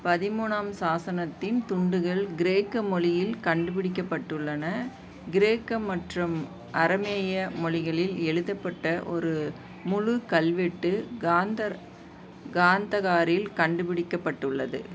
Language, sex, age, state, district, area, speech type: Tamil, female, 60+, Tamil Nadu, Dharmapuri, urban, read